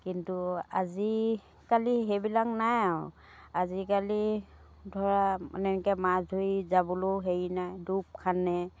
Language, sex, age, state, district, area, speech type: Assamese, female, 60+, Assam, Dhemaji, rural, spontaneous